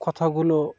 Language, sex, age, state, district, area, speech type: Bengali, male, 30-45, West Bengal, Birbhum, urban, spontaneous